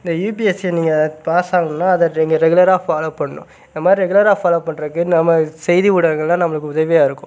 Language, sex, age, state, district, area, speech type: Tamil, male, 18-30, Tamil Nadu, Sivaganga, rural, spontaneous